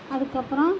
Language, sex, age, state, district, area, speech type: Tamil, female, 60+, Tamil Nadu, Tiruchirappalli, rural, spontaneous